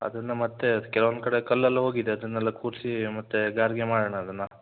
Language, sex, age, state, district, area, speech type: Kannada, male, 18-30, Karnataka, Shimoga, rural, conversation